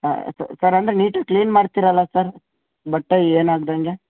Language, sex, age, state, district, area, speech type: Kannada, male, 18-30, Karnataka, Chitradurga, urban, conversation